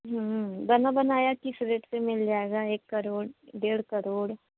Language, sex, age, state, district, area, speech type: Hindi, female, 30-45, Uttar Pradesh, Pratapgarh, rural, conversation